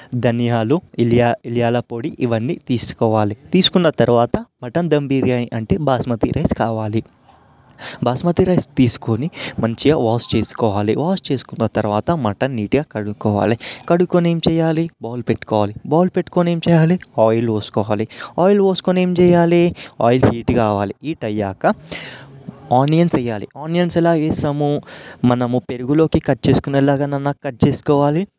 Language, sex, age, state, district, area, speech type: Telugu, male, 18-30, Telangana, Vikarabad, urban, spontaneous